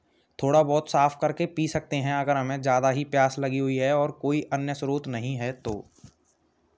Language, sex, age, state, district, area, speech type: Hindi, male, 18-30, Rajasthan, Bharatpur, urban, spontaneous